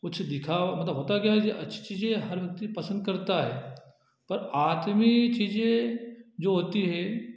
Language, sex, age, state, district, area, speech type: Hindi, male, 30-45, Madhya Pradesh, Ujjain, rural, spontaneous